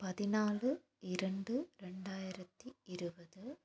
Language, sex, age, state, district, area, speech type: Tamil, female, 18-30, Tamil Nadu, Tiruppur, rural, spontaneous